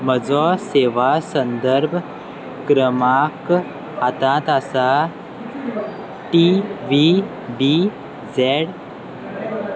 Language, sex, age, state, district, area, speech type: Goan Konkani, male, 18-30, Goa, Salcete, rural, read